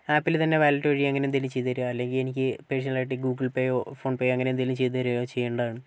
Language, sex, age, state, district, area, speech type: Malayalam, male, 30-45, Kerala, Wayanad, rural, spontaneous